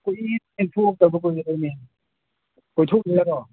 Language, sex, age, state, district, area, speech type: Manipuri, male, 18-30, Manipur, Tengnoupal, rural, conversation